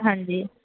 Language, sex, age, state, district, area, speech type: Punjabi, female, 18-30, Punjab, Mohali, urban, conversation